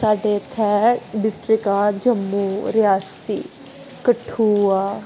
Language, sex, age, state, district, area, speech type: Dogri, female, 18-30, Jammu and Kashmir, Udhampur, urban, spontaneous